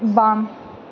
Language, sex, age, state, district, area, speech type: Maithili, female, 30-45, Bihar, Purnia, urban, read